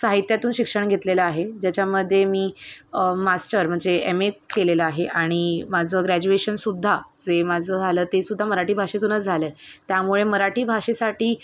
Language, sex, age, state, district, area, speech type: Marathi, female, 18-30, Maharashtra, Mumbai Suburban, urban, spontaneous